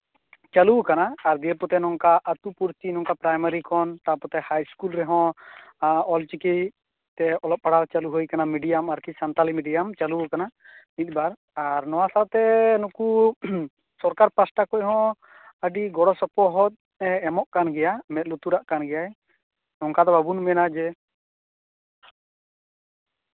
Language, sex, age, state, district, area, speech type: Santali, male, 18-30, West Bengal, Bankura, rural, conversation